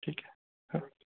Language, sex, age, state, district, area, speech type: Marathi, male, 18-30, Maharashtra, Ratnagiri, urban, conversation